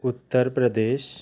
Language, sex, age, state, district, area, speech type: Goan Konkani, male, 18-30, Goa, Ponda, rural, spontaneous